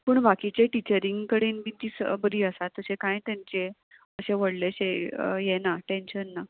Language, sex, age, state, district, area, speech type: Goan Konkani, female, 18-30, Goa, Murmgao, urban, conversation